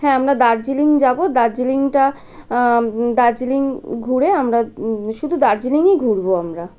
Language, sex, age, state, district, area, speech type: Bengali, female, 18-30, West Bengal, Birbhum, urban, spontaneous